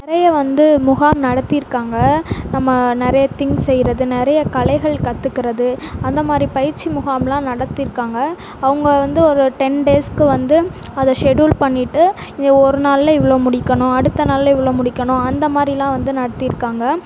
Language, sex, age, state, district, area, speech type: Tamil, female, 18-30, Tamil Nadu, Sivaganga, rural, spontaneous